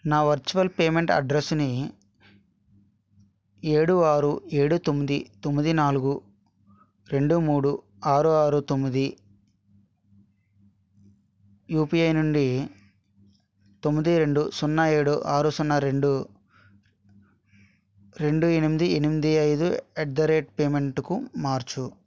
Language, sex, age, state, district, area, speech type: Telugu, male, 30-45, Andhra Pradesh, Vizianagaram, rural, read